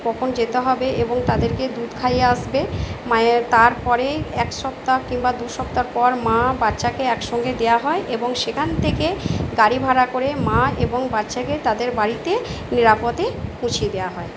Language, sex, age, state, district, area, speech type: Bengali, female, 45-60, West Bengal, Purba Bardhaman, urban, spontaneous